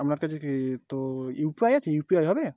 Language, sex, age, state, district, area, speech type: Bengali, male, 18-30, West Bengal, Howrah, urban, spontaneous